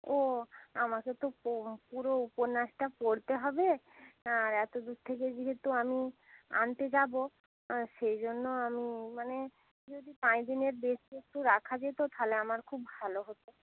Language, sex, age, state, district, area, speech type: Bengali, female, 45-60, West Bengal, Hooghly, urban, conversation